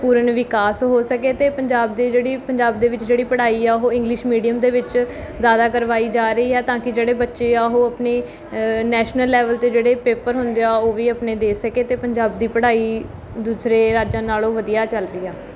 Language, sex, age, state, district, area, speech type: Punjabi, female, 18-30, Punjab, Mohali, urban, spontaneous